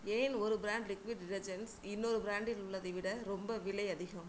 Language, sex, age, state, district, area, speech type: Tamil, female, 30-45, Tamil Nadu, Tiruchirappalli, rural, read